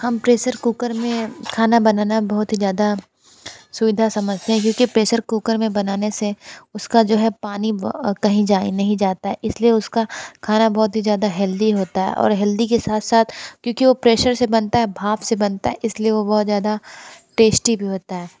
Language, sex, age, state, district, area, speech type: Hindi, female, 30-45, Uttar Pradesh, Sonbhadra, rural, spontaneous